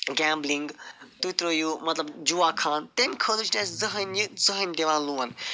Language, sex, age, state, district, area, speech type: Kashmiri, male, 45-60, Jammu and Kashmir, Ganderbal, urban, spontaneous